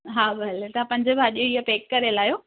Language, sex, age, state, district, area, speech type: Sindhi, female, 18-30, Gujarat, Kutch, rural, conversation